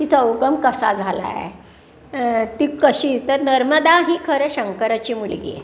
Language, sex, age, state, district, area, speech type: Marathi, female, 60+, Maharashtra, Pune, urban, spontaneous